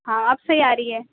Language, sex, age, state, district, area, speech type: Urdu, female, 18-30, Uttar Pradesh, Gautam Buddha Nagar, urban, conversation